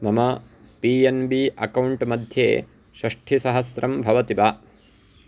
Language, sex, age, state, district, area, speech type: Sanskrit, male, 18-30, Karnataka, Uttara Kannada, rural, read